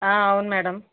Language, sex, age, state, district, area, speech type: Telugu, female, 60+, Andhra Pradesh, East Godavari, rural, conversation